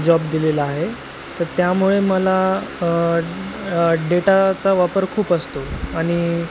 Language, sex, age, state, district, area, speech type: Marathi, male, 18-30, Maharashtra, Nanded, rural, spontaneous